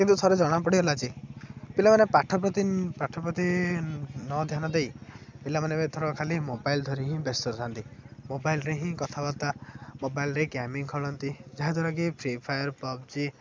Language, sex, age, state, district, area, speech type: Odia, male, 18-30, Odisha, Ganjam, urban, spontaneous